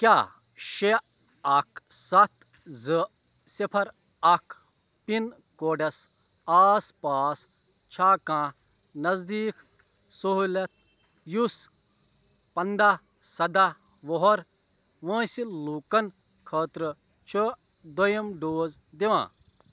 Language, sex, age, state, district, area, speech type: Kashmiri, male, 30-45, Jammu and Kashmir, Ganderbal, rural, read